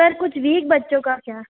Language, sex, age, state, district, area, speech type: Hindi, female, 18-30, Rajasthan, Jodhpur, urban, conversation